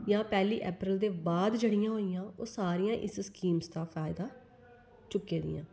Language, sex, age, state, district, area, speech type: Dogri, female, 30-45, Jammu and Kashmir, Kathua, rural, spontaneous